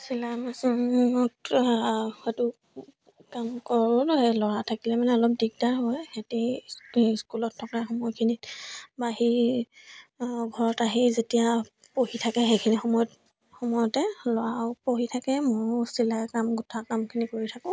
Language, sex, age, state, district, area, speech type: Assamese, female, 18-30, Assam, Sivasagar, rural, spontaneous